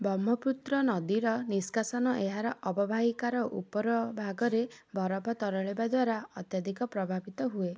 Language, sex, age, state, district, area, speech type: Odia, female, 18-30, Odisha, Ganjam, urban, read